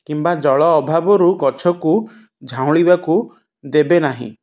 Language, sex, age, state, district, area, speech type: Odia, male, 30-45, Odisha, Ganjam, urban, spontaneous